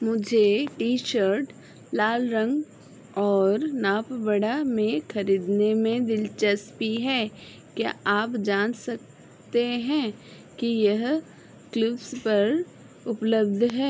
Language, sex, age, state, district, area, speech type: Hindi, female, 45-60, Madhya Pradesh, Chhindwara, rural, read